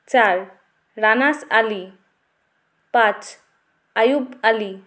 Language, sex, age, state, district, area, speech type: Bengali, female, 30-45, West Bengal, Jalpaiguri, rural, spontaneous